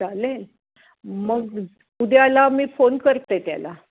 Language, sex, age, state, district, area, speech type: Marathi, female, 60+, Maharashtra, Ahmednagar, urban, conversation